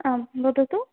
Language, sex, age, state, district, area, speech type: Sanskrit, female, 18-30, Odisha, Puri, rural, conversation